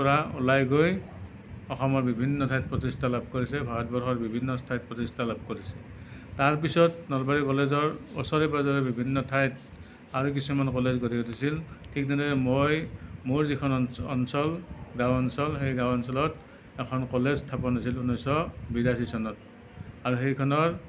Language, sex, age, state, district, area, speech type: Assamese, male, 45-60, Assam, Nalbari, rural, spontaneous